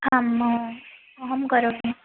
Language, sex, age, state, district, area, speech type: Sanskrit, female, 18-30, Odisha, Bhadrak, rural, conversation